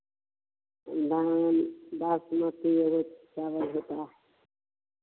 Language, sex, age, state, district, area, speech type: Hindi, female, 60+, Bihar, Vaishali, urban, conversation